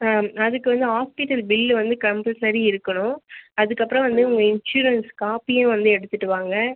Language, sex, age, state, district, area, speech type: Tamil, female, 30-45, Tamil Nadu, Viluppuram, rural, conversation